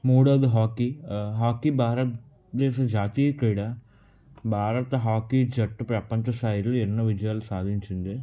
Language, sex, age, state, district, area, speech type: Telugu, male, 30-45, Telangana, Peddapalli, rural, spontaneous